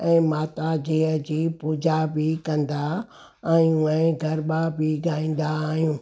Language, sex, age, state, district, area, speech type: Sindhi, female, 60+, Gujarat, Surat, urban, spontaneous